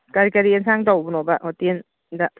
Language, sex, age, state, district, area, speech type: Manipuri, female, 60+, Manipur, Churachandpur, urban, conversation